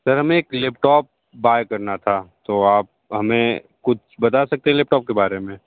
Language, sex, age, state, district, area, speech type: Hindi, male, 18-30, Uttar Pradesh, Sonbhadra, rural, conversation